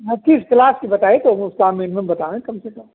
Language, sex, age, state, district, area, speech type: Hindi, male, 60+, Uttar Pradesh, Azamgarh, rural, conversation